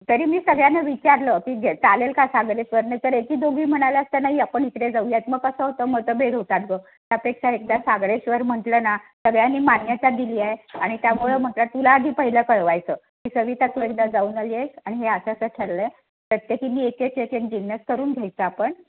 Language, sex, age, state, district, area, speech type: Marathi, female, 60+, Maharashtra, Sangli, urban, conversation